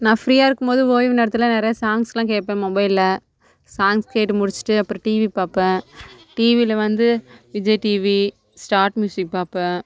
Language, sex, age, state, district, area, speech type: Tamil, female, 18-30, Tamil Nadu, Kallakurichi, rural, spontaneous